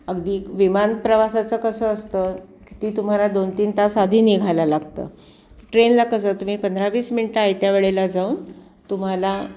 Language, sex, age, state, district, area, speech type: Marathi, female, 60+, Maharashtra, Pune, urban, spontaneous